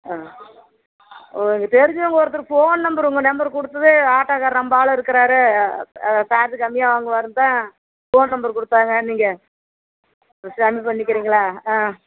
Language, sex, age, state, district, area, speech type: Tamil, female, 60+, Tamil Nadu, Madurai, rural, conversation